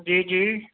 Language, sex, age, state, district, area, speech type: Urdu, male, 45-60, Uttar Pradesh, Gautam Buddha Nagar, urban, conversation